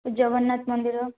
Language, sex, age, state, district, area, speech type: Odia, female, 18-30, Odisha, Malkangiri, rural, conversation